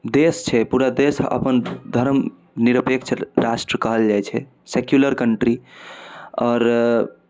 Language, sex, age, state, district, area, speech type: Maithili, male, 18-30, Bihar, Darbhanga, urban, spontaneous